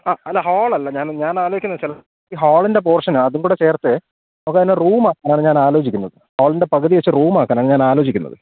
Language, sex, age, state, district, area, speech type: Malayalam, male, 30-45, Kerala, Thiruvananthapuram, urban, conversation